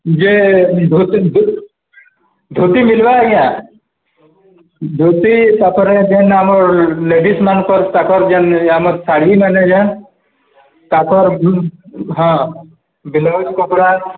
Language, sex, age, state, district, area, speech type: Odia, male, 45-60, Odisha, Nuapada, urban, conversation